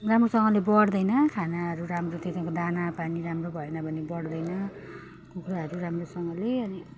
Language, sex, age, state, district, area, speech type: Nepali, female, 30-45, West Bengal, Jalpaiguri, rural, spontaneous